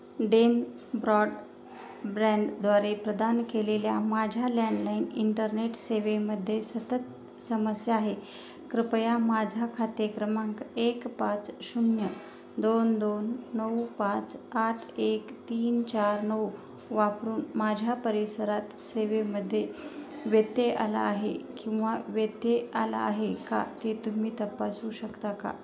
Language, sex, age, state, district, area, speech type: Marathi, female, 30-45, Maharashtra, Osmanabad, rural, read